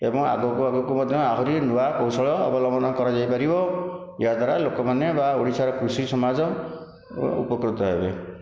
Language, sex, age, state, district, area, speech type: Odia, male, 60+, Odisha, Khordha, rural, spontaneous